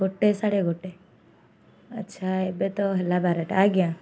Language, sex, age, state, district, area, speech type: Odia, female, 18-30, Odisha, Jagatsinghpur, urban, spontaneous